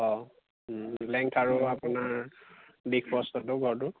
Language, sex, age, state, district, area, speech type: Assamese, male, 18-30, Assam, Lakhimpur, urban, conversation